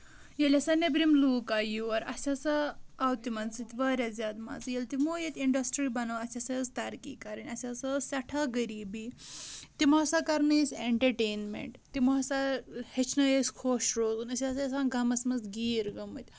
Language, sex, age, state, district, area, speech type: Kashmiri, female, 18-30, Jammu and Kashmir, Budgam, rural, spontaneous